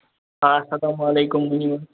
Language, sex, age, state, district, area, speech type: Kashmiri, male, 30-45, Jammu and Kashmir, Kupwara, rural, conversation